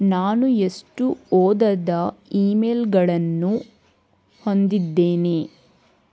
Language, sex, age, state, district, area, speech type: Kannada, female, 18-30, Karnataka, Tumkur, urban, read